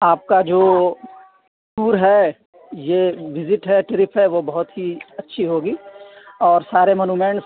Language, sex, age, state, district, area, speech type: Urdu, female, 30-45, Delhi, South Delhi, rural, conversation